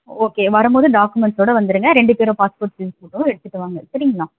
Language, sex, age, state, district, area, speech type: Tamil, female, 18-30, Tamil Nadu, Chennai, urban, conversation